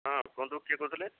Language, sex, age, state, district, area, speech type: Odia, male, 45-60, Odisha, Jajpur, rural, conversation